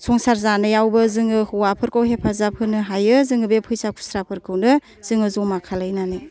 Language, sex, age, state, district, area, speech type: Bodo, female, 60+, Assam, Kokrajhar, urban, spontaneous